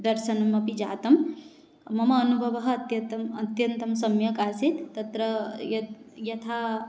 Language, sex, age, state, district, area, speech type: Sanskrit, female, 18-30, Odisha, Jagatsinghpur, urban, spontaneous